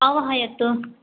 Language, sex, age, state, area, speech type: Sanskrit, female, 18-30, Assam, rural, conversation